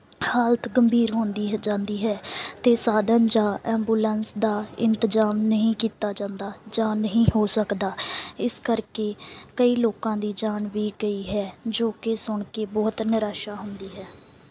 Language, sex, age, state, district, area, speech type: Punjabi, female, 18-30, Punjab, Bathinda, rural, spontaneous